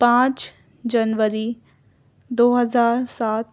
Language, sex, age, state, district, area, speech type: Urdu, female, 18-30, Delhi, East Delhi, urban, spontaneous